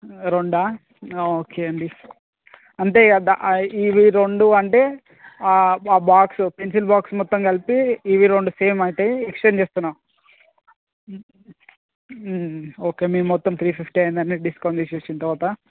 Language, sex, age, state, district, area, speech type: Telugu, male, 18-30, Telangana, Ranga Reddy, rural, conversation